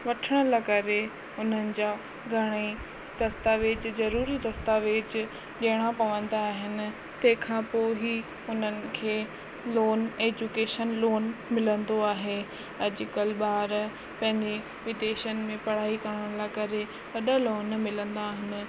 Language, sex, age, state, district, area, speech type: Sindhi, female, 30-45, Rajasthan, Ajmer, urban, spontaneous